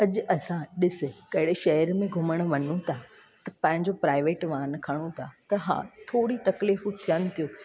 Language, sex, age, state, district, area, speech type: Sindhi, female, 18-30, Gujarat, Junagadh, rural, spontaneous